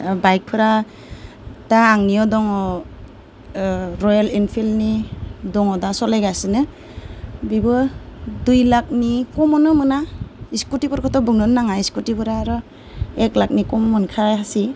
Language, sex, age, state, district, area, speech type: Bodo, female, 30-45, Assam, Goalpara, rural, spontaneous